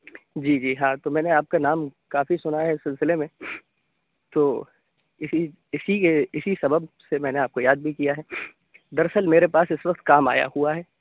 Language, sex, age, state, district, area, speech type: Urdu, male, 18-30, Uttar Pradesh, Aligarh, urban, conversation